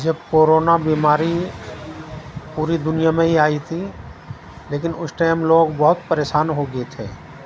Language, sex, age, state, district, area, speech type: Urdu, male, 60+, Uttar Pradesh, Muzaffarnagar, urban, spontaneous